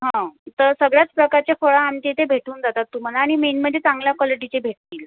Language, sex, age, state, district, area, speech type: Marathi, female, 18-30, Maharashtra, Amravati, urban, conversation